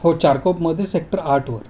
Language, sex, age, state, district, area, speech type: Marathi, male, 30-45, Maharashtra, Ahmednagar, urban, spontaneous